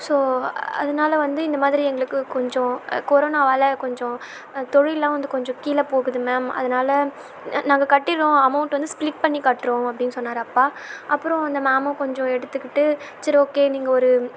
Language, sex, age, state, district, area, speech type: Tamil, female, 18-30, Tamil Nadu, Tiruvannamalai, urban, spontaneous